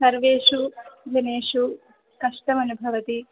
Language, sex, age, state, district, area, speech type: Sanskrit, female, 18-30, Kerala, Thrissur, urban, conversation